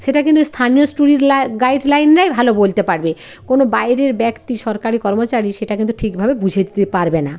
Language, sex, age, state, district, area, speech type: Bengali, female, 45-60, West Bengal, Jalpaiguri, rural, spontaneous